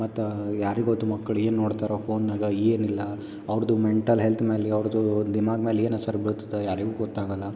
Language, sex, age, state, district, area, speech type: Kannada, male, 18-30, Karnataka, Gulbarga, urban, spontaneous